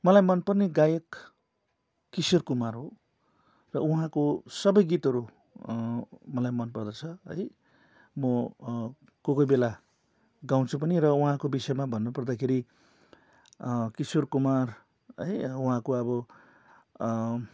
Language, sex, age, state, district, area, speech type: Nepali, male, 45-60, West Bengal, Darjeeling, rural, spontaneous